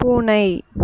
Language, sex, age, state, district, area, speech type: Tamil, female, 45-60, Tamil Nadu, Viluppuram, urban, read